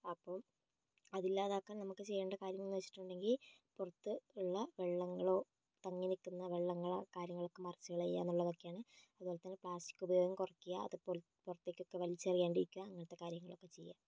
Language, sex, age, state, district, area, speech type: Malayalam, female, 18-30, Kerala, Kozhikode, urban, spontaneous